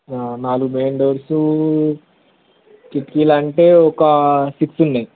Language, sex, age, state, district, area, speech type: Telugu, male, 18-30, Telangana, Mahabubabad, urban, conversation